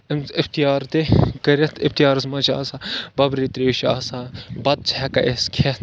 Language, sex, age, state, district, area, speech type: Kashmiri, other, 18-30, Jammu and Kashmir, Kupwara, rural, spontaneous